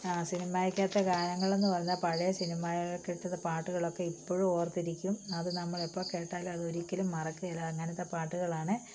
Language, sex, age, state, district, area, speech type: Malayalam, female, 45-60, Kerala, Kottayam, rural, spontaneous